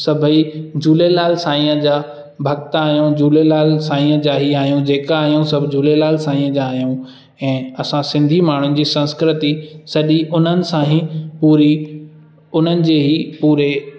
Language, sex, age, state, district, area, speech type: Sindhi, male, 18-30, Madhya Pradesh, Katni, urban, spontaneous